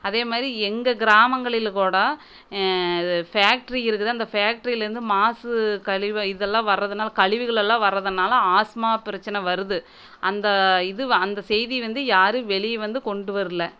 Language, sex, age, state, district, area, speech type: Tamil, female, 30-45, Tamil Nadu, Erode, rural, spontaneous